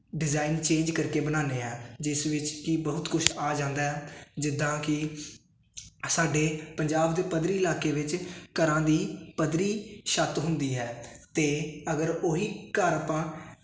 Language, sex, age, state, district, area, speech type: Punjabi, male, 18-30, Punjab, Hoshiarpur, rural, spontaneous